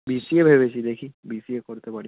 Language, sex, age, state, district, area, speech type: Bengali, male, 18-30, West Bengal, Malda, rural, conversation